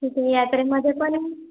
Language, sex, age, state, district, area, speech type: Marathi, female, 30-45, Maharashtra, Yavatmal, rural, conversation